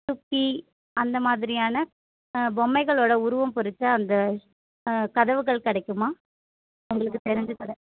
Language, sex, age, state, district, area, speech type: Tamil, female, 30-45, Tamil Nadu, Kanchipuram, urban, conversation